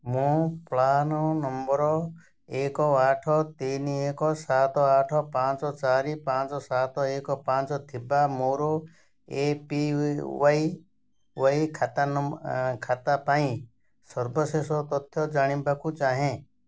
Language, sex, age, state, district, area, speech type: Odia, male, 60+, Odisha, Ganjam, urban, read